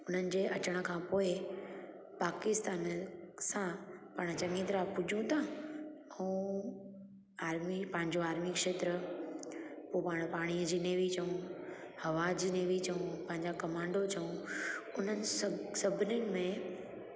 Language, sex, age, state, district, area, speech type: Sindhi, female, 30-45, Gujarat, Junagadh, urban, spontaneous